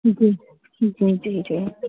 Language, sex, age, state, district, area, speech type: Hindi, female, 30-45, Uttar Pradesh, Sitapur, rural, conversation